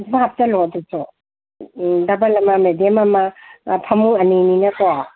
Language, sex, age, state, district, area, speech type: Manipuri, female, 60+, Manipur, Kangpokpi, urban, conversation